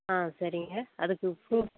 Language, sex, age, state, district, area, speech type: Tamil, female, 30-45, Tamil Nadu, Dharmapuri, urban, conversation